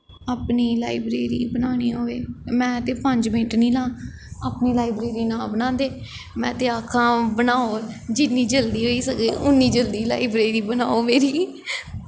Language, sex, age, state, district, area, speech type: Dogri, female, 18-30, Jammu and Kashmir, Jammu, urban, spontaneous